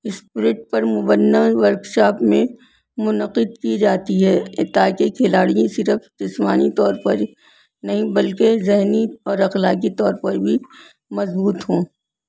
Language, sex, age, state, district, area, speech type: Urdu, female, 60+, Delhi, North East Delhi, urban, spontaneous